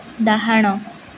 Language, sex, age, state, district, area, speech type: Odia, female, 18-30, Odisha, Ganjam, urban, read